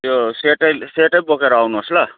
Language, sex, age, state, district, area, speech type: Nepali, male, 45-60, West Bengal, Kalimpong, rural, conversation